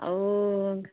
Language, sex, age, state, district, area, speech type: Odia, female, 60+, Odisha, Jharsuguda, rural, conversation